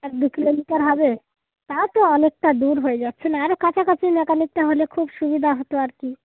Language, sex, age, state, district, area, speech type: Bengali, female, 45-60, West Bengal, Dakshin Dinajpur, urban, conversation